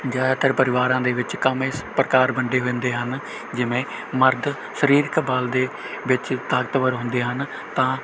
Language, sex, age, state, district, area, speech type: Punjabi, male, 18-30, Punjab, Bathinda, rural, spontaneous